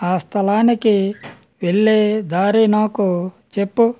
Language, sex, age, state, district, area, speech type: Telugu, male, 60+, Andhra Pradesh, West Godavari, rural, read